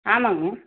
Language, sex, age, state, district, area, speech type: Tamil, female, 45-60, Tamil Nadu, Madurai, urban, conversation